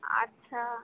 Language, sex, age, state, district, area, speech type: Bengali, female, 18-30, West Bengal, Kolkata, urban, conversation